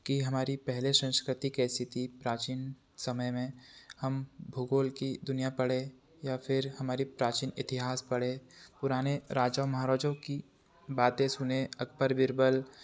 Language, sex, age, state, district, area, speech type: Hindi, male, 30-45, Madhya Pradesh, Betul, urban, spontaneous